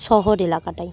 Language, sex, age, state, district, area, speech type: Bengali, female, 60+, West Bengal, Jhargram, rural, spontaneous